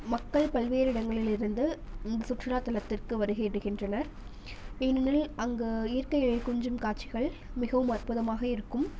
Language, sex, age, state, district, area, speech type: Tamil, female, 18-30, Tamil Nadu, Namakkal, rural, spontaneous